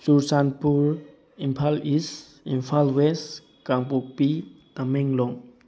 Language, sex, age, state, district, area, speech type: Manipuri, male, 18-30, Manipur, Bishnupur, rural, spontaneous